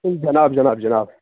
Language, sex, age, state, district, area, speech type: Kashmiri, male, 30-45, Jammu and Kashmir, Kupwara, rural, conversation